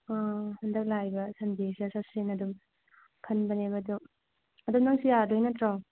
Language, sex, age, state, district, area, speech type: Manipuri, female, 18-30, Manipur, Thoubal, rural, conversation